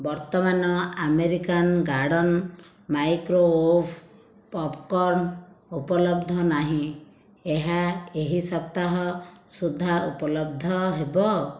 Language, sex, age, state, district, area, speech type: Odia, female, 60+, Odisha, Khordha, rural, read